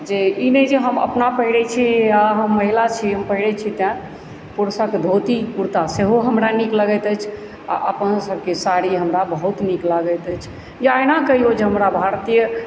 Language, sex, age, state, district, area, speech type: Maithili, female, 45-60, Bihar, Supaul, rural, spontaneous